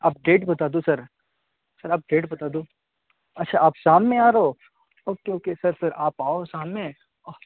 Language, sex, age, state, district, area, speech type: Urdu, male, 18-30, Bihar, Khagaria, rural, conversation